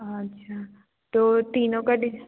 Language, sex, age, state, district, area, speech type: Hindi, female, 18-30, Madhya Pradesh, Betul, urban, conversation